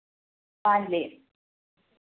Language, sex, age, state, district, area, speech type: Malayalam, female, 30-45, Kerala, Thiruvananthapuram, rural, conversation